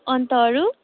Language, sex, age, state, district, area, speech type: Nepali, female, 18-30, West Bengal, Kalimpong, rural, conversation